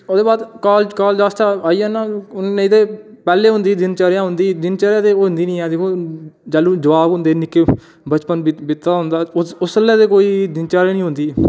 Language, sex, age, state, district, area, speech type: Dogri, male, 18-30, Jammu and Kashmir, Udhampur, rural, spontaneous